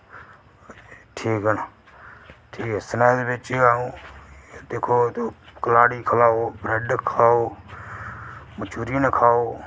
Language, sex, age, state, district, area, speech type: Dogri, male, 18-30, Jammu and Kashmir, Reasi, rural, spontaneous